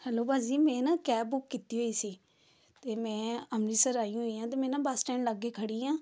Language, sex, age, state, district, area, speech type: Punjabi, female, 30-45, Punjab, Amritsar, urban, spontaneous